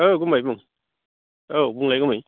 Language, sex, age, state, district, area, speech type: Bodo, male, 45-60, Assam, Chirang, rural, conversation